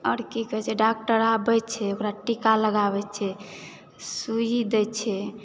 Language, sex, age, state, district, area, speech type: Maithili, female, 45-60, Bihar, Supaul, rural, spontaneous